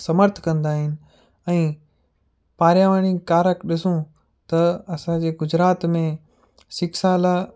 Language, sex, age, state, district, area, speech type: Sindhi, male, 30-45, Gujarat, Kutch, urban, spontaneous